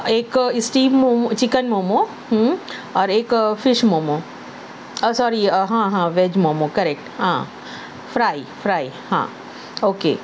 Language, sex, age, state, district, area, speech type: Urdu, female, 30-45, Maharashtra, Nashik, urban, spontaneous